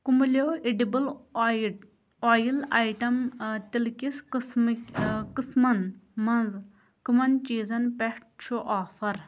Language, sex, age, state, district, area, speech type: Kashmiri, female, 30-45, Jammu and Kashmir, Shopian, rural, read